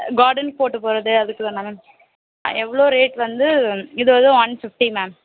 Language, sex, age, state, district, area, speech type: Tamil, female, 18-30, Tamil Nadu, Perambalur, rural, conversation